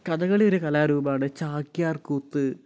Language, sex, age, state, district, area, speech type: Malayalam, male, 18-30, Kerala, Wayanad, rural, spontaneous